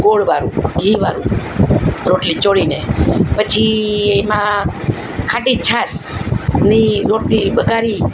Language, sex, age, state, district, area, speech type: Gujarati, male, 60+, Gujarat, Rajkot, urban, spontaneous